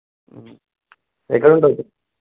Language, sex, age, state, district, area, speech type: Telugu, male, 18-30, Telangana, Vikarabad, rural, conversation